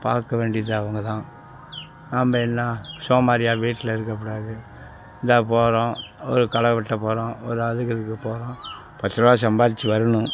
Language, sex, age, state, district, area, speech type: Tamil, male, 60+, Tamil Nadu, Kallakurichi, urban, spontaneous